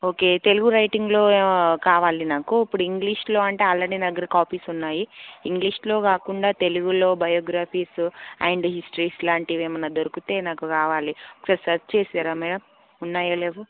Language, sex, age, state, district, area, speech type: Telugu, female, 30-45, Telangana, Karimnagar, urban, conversation